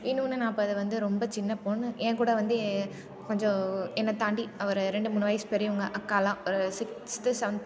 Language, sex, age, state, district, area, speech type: Tamil, female, 18-30, Tamil Nadu, Thanjavur, rural, spontaneous